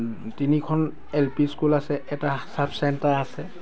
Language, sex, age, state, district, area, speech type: Assamese, male, 60+, Assam, Dibrugarh, rural, spontaneous